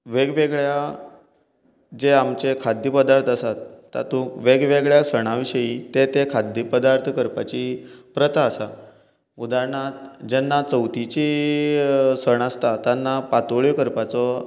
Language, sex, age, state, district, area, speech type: Goan Konkani, male, 30-45, Goa, Canacona, rural, spontaneous